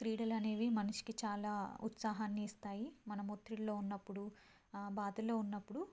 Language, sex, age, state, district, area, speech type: Telugu, female, 18-30, Telangana, Karimnagar, rural, spontaneous